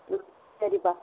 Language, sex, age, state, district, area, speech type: Tamil, female, 60+, Tamil Nadu, Vellore, urban, conversation